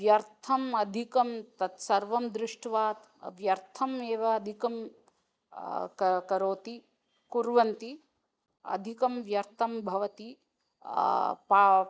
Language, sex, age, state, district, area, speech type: Sanskrit, female, 45-60, Tamil Nadu, Thanjavur, urban, spontaneous